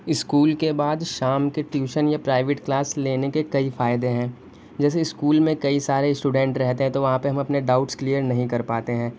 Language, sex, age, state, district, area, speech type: Urdu, male, 18-30, Delhi, North West Delhi, urban, spontaneous